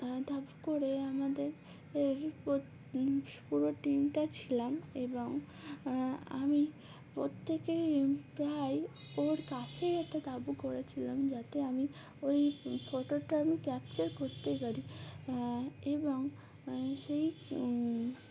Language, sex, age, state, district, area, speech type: Bengali, female, 18-30, West Bengal, Uttar Dinajpur, urban, spontaneous